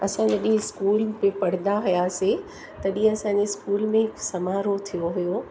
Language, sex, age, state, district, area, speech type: Sindhi, female, 60+, Uttar Pradesh, Lucknow, urban, spontaneous